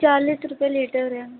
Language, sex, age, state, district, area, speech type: Hindi, female, 18-30, Uttar Pradesh, Azamgarh, urban, conversation